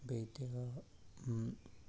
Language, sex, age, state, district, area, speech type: Kashmiri, male, 18-30, Jammu and Kashmir, Ganderbal, rural, spontaneous